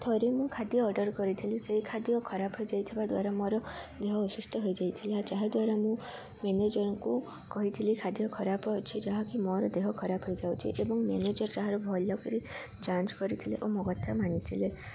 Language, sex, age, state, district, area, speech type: Odia, female, 18-30, Odisha, Koraput, urban, spontaneous